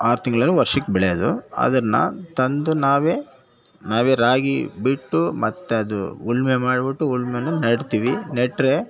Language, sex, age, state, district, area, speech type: Kannada, male, 60+, Karnataka, Bangalore Rural, rural, spontaneous